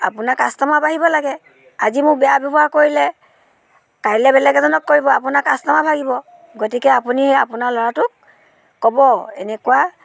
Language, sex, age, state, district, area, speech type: Assamese, female, 60+, Assam, Dhemaji, rural, spontaneous